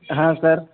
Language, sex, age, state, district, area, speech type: Urdu, male, 18-30, Uttar Pradesh, Saharanpur, urban, conversation